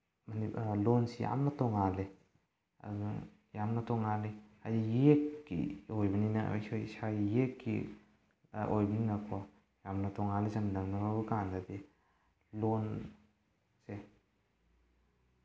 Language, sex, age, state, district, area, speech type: Manipuri, male, 18-30, Manipur, Bishnupur, rural, spontaneous